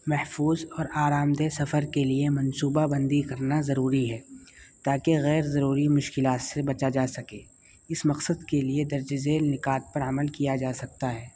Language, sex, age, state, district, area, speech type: Urdu, male, 30-45, Uttar Pradesh, Muzaffarnagar, urban, spontaneous